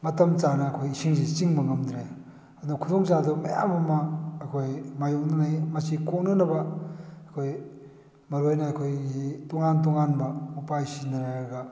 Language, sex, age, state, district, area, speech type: Manipuri, male, 60+, Manipur, Kakching, rural, spontaneous